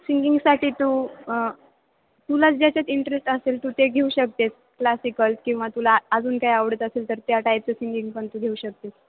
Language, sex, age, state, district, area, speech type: Marathi, female, 18-30, Maharashtra, Ahmednagar, urban, conversation